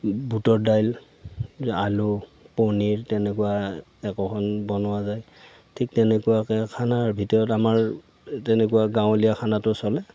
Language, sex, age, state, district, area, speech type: Assamese, male, 45-60, Assam, Darrang, rural, spontaneous